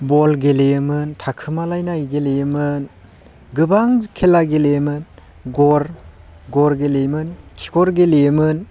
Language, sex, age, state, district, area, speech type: Bodo, male, 30-45, Assam, Baksa, urban, spontaneous